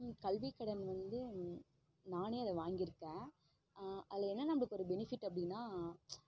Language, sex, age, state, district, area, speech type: Tamil, female, 18-30, Tamil Nadu, Kallakurichi, rural, spontaneous